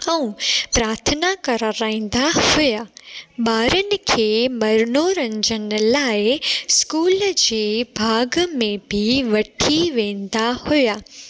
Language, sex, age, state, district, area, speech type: Sindhi, female, 18-30, Gujarat, Junagadh, urban, spontaneous